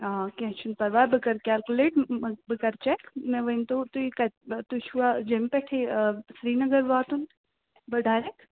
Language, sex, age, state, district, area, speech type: Kashmiri, male, 18-30, Jammu and Kashmir, Srinagar, urban, conversation